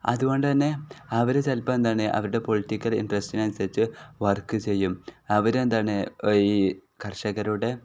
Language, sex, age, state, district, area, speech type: Malayalam, male, 18-30, Kerala, Kozhikode, rural, spontaneous